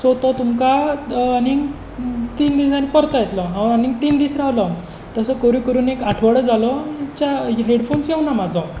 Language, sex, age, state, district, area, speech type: Goan Konkani, male, 18-30, Goa, Tiswadi, rural, spontaneous